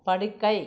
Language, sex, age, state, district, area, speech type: Tamil, female, 60+, Tamil Nadu, Krishnagiri, rural, read